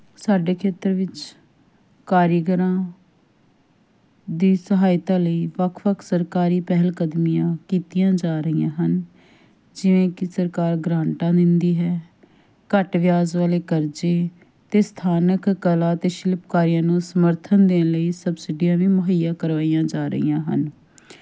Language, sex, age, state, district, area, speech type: Punjabi, female, 30-45, Punjab, Fatehgarh Sahib, rural, spontaneous